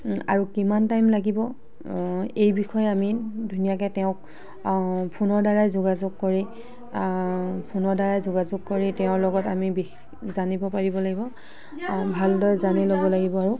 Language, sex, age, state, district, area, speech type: Assamese, female, 45-60, Assam, Charaideo, urban, spontaneous